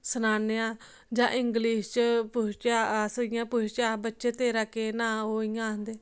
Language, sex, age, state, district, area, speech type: Dogri, female, 18-30, Jammu and Kashmir, Samba, rural, spontaneous